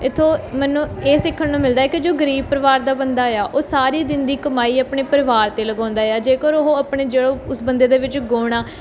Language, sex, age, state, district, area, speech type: Punjabi, female, 18-30, Punjab, Mohali, urban, spontaneous